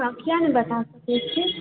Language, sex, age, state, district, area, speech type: Maithili, female, 18-30, Bihar, Sitamarhi, urban, conversation